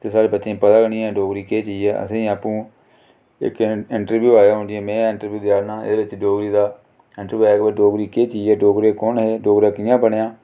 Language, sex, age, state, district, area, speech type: Dogri, male, 45-60, Jammu and Kashmir, Reasi, rural, spontaneous